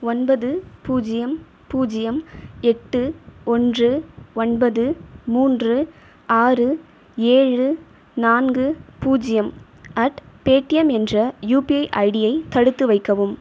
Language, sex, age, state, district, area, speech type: Tamil, female, 30-45, Tamil Nadu, Viluppuram, rural, read